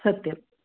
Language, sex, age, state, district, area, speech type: Sanskrit, female, 60+, Karnataka, Bangalore Urban, urban, conversation